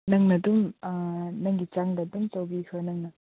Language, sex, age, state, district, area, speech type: Manipuri, female, 18-30, Manipur, Senapati, urban, conversation